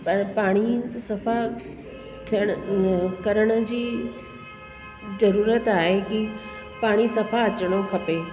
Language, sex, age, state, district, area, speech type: Sindhi, female, 45-60, Delhi, South Delhi, urban, spontaneous